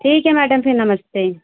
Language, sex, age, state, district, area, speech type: Hindi, female, 30-45, Uttar Pradesh, Hardoi, rural, conversation